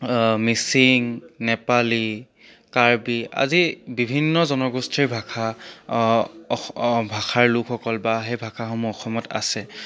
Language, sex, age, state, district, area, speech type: Assamese, male, 18-30, Assam, Charaideo, urban, spontaneous